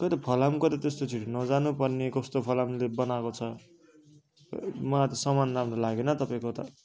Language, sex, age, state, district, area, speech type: Nepali, male, 30-45, West Bengal, Darjeeling, rural, spontaneous